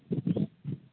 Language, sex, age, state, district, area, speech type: Maithili, female, 45-60, Bihar, Madhepura, rural, conversation